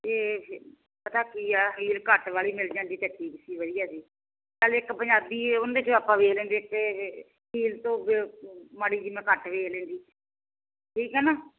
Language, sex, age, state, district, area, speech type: Punjabi, female, 45-60, Punjab, Firozpur, rural, conversation